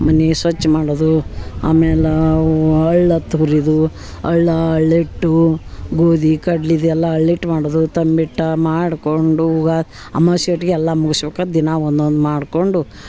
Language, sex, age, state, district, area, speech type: Kannada, female, 60+, Karnataka, Dharwad, rural, spontaneous